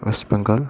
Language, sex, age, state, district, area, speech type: Malayalam, male, 18-30, Kerala, Idukki, rural, spontaneous